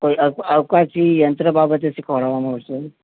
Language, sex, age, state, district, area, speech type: Gujarati, male, 45-60, Gujarat, Ahmedabad, urban, conversation